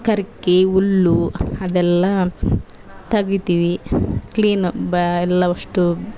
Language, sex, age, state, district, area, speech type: Kannada, female, 30-45, Karnataka, Vijayanagara, rural, spontaneous